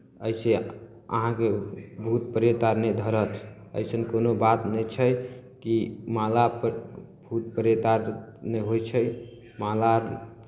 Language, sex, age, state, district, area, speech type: Maithili, male, 18-30, Bihar, Samastipur, rural, spontaneous